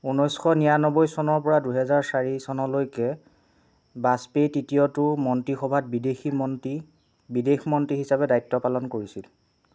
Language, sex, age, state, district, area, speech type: Assamese, female, 18-30, Assam, Nagaon, rural, read